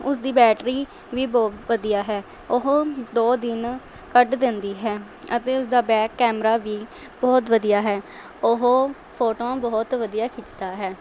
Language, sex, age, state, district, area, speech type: Punjabi, female, 18-30, Punjab, Mohali, urban, spontaneous